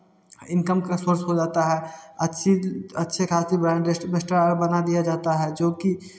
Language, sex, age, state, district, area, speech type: Hindi, male, 18-30, Bihar, Samastipur, urban, spontaneous